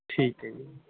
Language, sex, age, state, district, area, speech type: Punjabi, male, 30-45, Punjab, Bathinda, urban, conversation